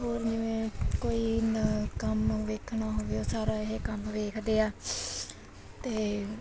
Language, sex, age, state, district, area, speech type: Punjabi, female, 30-45, Punjab, Mansa, urban, spontaneous